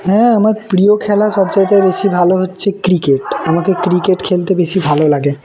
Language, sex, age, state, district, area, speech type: Bengali, male, 18-30, West Bengal, Murshidabad, urban, spontaneous